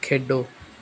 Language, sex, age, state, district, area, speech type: Punjabi, male, 18-30, Punjab, Pathankot, rural, read